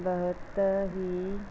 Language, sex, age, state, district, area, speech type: Punjabi, female, 45-60, Punjab, Mansa, rural, spontaneous